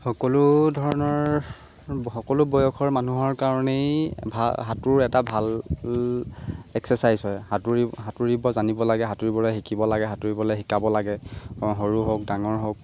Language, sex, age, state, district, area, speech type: Assamese, male, 18-30, Assam, Lakhimpur, urban, spontaneous